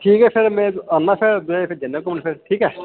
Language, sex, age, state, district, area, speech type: Dogri, female, 30-45, Jammu and Kashmir, Jammu, urban, conversation